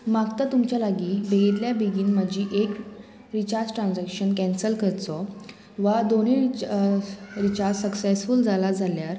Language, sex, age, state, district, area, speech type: Goan Konkani, female, 18-30, Goa, Murmgao, urban, spontaneous